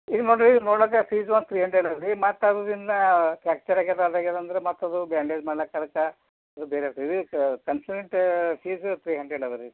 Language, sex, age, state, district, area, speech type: Kannada, male, 60+, Karnataka, Bidar, urban, conversation